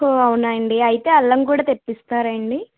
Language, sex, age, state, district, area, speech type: Telugu, female, 18-30, Telangana, Vikarabad, urban, conversation